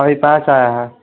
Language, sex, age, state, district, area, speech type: Hindi, male, 18-30, Bihar, Vaishali, rural, conversation